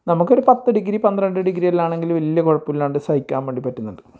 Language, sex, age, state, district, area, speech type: Malayalam, male, 45-60, Kerala, Kasaragod, rural, spontaneous